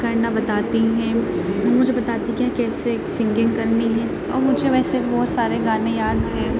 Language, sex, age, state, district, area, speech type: Urdu, female, 30-45, Uttar Pradesh, Aligarh, rural, spontaneous